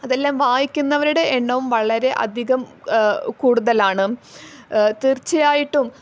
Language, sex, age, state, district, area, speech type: Malayalam, female, 18-30, Kerala, Malappuram, rural, spontaneous